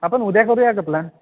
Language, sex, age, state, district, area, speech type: Marathi, male, 18-30, Maharashtra, Ahmednagar, rural, conversation